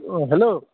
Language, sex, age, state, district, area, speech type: Assamese, male, 18-30, Assam, Sivasagar, rural, conversation